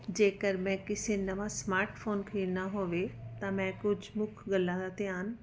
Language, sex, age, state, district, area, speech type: Punjabi, female, 45-60, Punjab, Jalandhar, urban, spontaneous